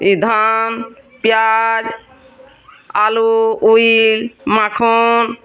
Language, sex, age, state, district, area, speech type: Odia, female, 45-60, Odisha, Bargarh, urban, spontaneous